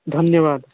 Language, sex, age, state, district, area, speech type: Sanskrit, male, 18-30, Odisha, Puri, rural, conversation